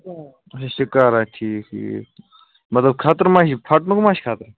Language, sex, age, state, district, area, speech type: Kashmiri, male, 30-45, Jammu and Kashmir, Bandipora, rural, conversation